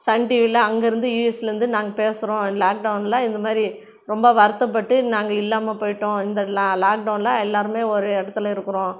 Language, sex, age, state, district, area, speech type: Tamil, female, 60+, Tamil Nadu, Krishnagiri, rural, spontaneous